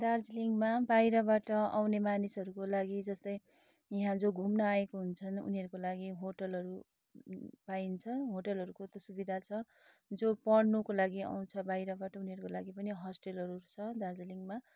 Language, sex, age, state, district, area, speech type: Nepali, female, 30-45, West Bengal, Darjeeling, rural, spontaneous